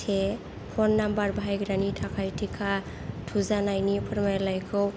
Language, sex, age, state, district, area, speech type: Bodo, female, 18-30, Assam, Kokrajhar, rural, read